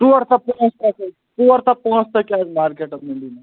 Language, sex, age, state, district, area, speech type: Kashmiri, male, 30-45, Jammu and Kashmir, Anantnag, rural, conversation